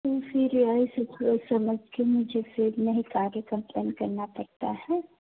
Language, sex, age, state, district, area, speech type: Hindi, female, 30-45, Uttar Pradesh, Sonbhadra, rural, conversation